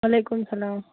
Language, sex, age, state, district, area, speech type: Kashmiri, female, 18-30, Jammu and Kashmir, Baramulla, rural, conversation